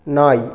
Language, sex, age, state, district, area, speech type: Tamil, male, 30-45, Tamil Nadu, Erode, rural, read